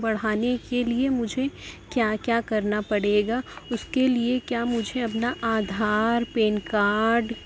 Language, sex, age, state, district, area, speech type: Urdu, female, 18-30, Uttar Pradesh, Mirzapur, rural, spontaneous